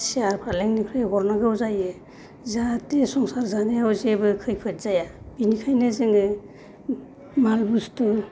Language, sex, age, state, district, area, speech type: Bodo, female, 45-60, Assam, Kokrajhar, urban, spontaneous